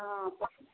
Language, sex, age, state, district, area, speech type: Odia, female, 45-60, Odisha, Gajapati, rural, conversation